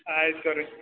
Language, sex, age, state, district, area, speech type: Kannada, male, 30-45, Karnataka, Belgaum, rural, conversation